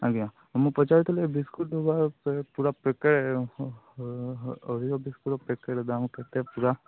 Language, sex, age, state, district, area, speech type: Odia, male, 45-60, Odisha, Sundergarh, rural, conversation